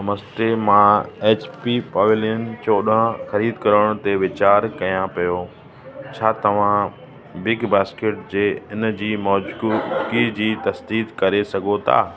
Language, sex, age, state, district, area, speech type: Sindhi, male, 45-60, Uttar Pradesh, Lucknow, urban, read